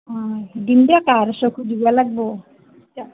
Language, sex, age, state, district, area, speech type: Assamese, female, 60+, Assam, Nalbari, rural, conversation